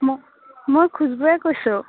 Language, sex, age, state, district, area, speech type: Assamese, female, 18-30, Assam, Sonitpur, urban, conversation